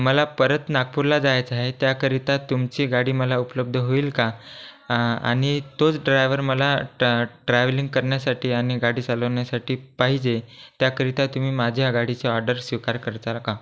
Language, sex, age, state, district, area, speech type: Marathi, male, 18-30, Maharashtra, Washim, rural, spontaneous